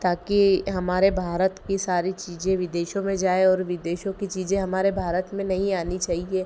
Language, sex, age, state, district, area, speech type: Hindi, female, 30-45, Madhya Pradesh, Ujjain, urban, spontaneous